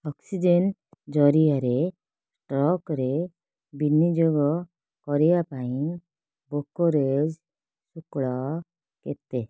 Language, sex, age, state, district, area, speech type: Odia, female, 30-45, Odisha, Kalahandi, rural, read